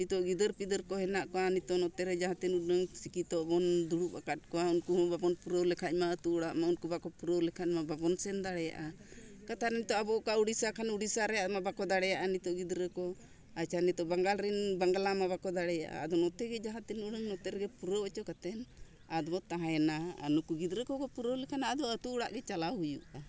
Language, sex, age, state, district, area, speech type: Santali, female, 60+, Jharkhand, Bokaro, rural, spontaneous